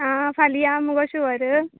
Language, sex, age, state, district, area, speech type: Goan Konkani, female, 18-30, Goa, Canacona, rural, conversation